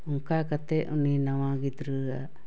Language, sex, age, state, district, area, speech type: Santali, female, 60+, West Bengal, Paschim Bardhaman, urban, spontaneous